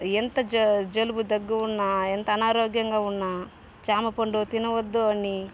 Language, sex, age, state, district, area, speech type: Telugu, female, 30-45, Andhra Pradesh, Sri Balaji, rural, spontaneous